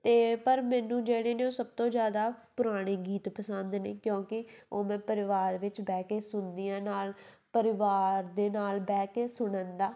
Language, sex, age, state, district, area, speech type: Punjabi, female, 18-30, Punjab, Tarn Taran, rural, spontaneous